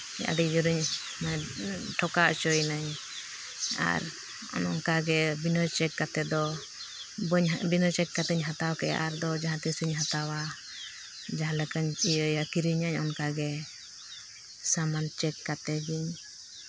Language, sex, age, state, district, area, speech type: Santali, female, 30-45, Jharkhand, Seraikela Kharsawan, rural, spontaneous